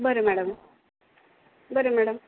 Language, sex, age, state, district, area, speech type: Marathi, female, 45-60, Maharashtra, Nanded, urban, conversation